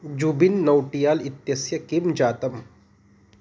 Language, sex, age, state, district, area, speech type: Sanskrit, male, 30-45, Maharashtra, Nagpur, urban, read